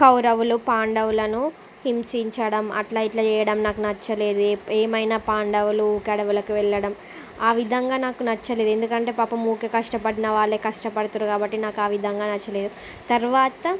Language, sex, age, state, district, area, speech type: Telugu, female, 30-45, Andhra Pradesh, Srikakulam, urban, spontaneous